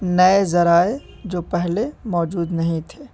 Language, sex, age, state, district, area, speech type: Urdu, male, 18-30, Delhi, North East Delhi, rural, spontaneous